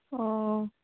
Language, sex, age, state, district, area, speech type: Santali, female, 18-30, West Bengal, Uttar Dinajpur, rural, conversation